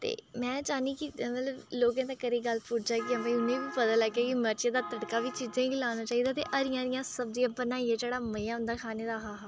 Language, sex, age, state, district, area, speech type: Dogri, female, 30-45, Jammu and Kashmir, Udhampur, urban, spontaneous